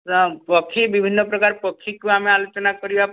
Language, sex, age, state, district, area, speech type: Odia, male, 45-60, Odisha, Mayurbhanj, rural, conversation